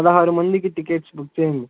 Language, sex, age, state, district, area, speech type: Telugu, male, 18-30, Andhra Pradesh, Palnadu, rural, conversation